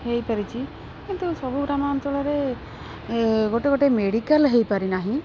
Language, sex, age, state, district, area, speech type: Odia, female, 45-60, Odisha, Rayagada, rural, spontaneous